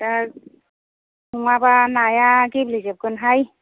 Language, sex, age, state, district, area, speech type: Bodo, female, 45-60, Assam, Kokrajhar, rural, conversation